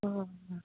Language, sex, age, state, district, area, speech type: Assamese, female, 45-60, Assam, Dibrugarh, rural, conversation